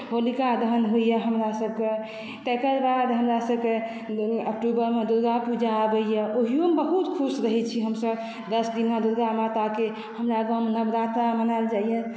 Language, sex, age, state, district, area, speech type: Maithili, female, 60+, Bihar, Saharsa, rural, spontaneous